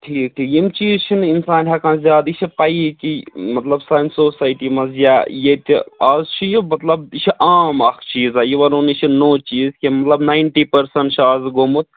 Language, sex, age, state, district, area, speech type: Kashmiri, male, 18-30, Jammu and Kashmir, Budgam, rural, conversation